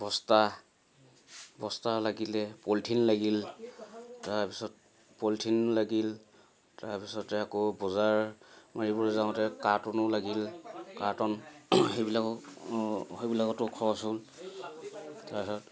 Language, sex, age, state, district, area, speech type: Assamese, male, 30-45, Assam, Sivasagar, rural, spontaneous